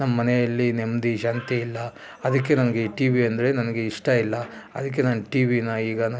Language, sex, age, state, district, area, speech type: Kannada, male, 30-45, Karnataka, Bangalore Rural, rural, spontaneous